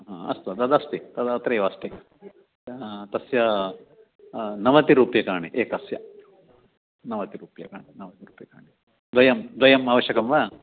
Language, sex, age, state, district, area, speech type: Sanskrit, male, 60+, Karnataka, Dakshina Kannada, rural, conversation